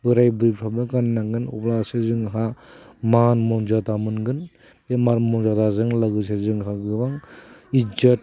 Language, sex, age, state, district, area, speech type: Bodo, male, 45-60, Assam, Udalguri, rural, spontaneous